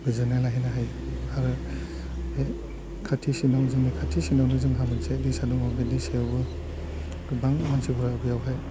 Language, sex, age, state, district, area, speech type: Bodo, male, 30-45, Assam, Udalguri, urban, spontaneous